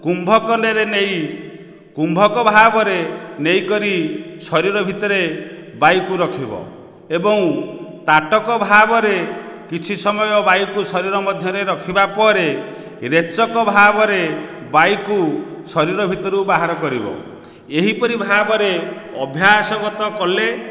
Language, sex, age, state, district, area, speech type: Odia, male, 45-60, Odisha, Nayagarh, rural, spontaneous